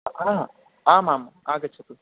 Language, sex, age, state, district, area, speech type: Sanskrit, male, 18-30, Delhi, East Delhi, urban, conversation